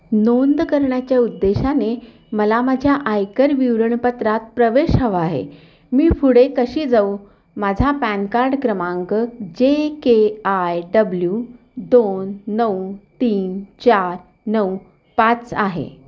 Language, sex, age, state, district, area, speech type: Marathi, female, 45-60, Maharashtra, Kolhapur, urban, read